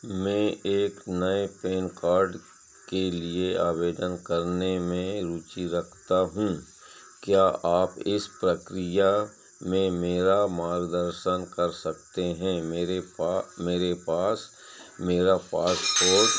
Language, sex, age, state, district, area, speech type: Hindi, male, 60+, Madhya Pradesh, Seoni, urban, read